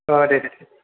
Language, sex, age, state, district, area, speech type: Bodo, male, 18-30, Assam, Chirang, urban, conversation